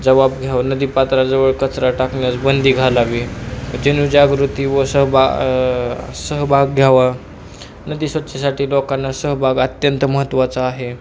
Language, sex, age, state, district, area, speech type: Marathi, male, 18-30, Maharashtra, Osmanabad, rural, spontaneous